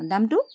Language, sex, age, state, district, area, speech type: Assamese, female, 45-60, Assam, Charaideo, urban, spontaneous